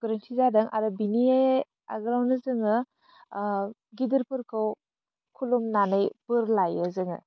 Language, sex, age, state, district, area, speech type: Bodo, female, 30-45, Assam, Udalguri, urban, spontaneous